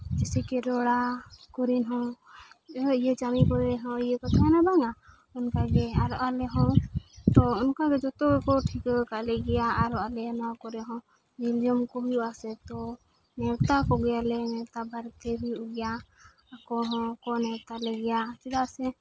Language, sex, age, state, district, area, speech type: Santali, female, 18-30, Jharkhand, Seraikela Kharsawan, rural, spontaneous